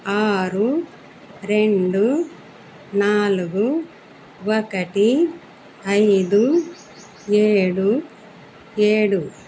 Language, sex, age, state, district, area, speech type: Telugu, female, 60+, Andhra Pradesh, Annamaya, urban, spontaneous